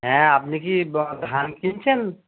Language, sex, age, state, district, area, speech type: Bengali, male, 18-30, West Bengal, Birbhum, urban, conversation